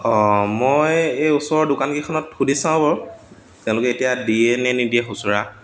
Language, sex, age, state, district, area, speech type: Assamese, male, 30-45, Assam, Dibrugarh, rural, spontaneous